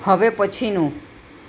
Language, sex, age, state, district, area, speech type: Gujarati, female, 60+, Gujarat, Ahmedabad, urban, read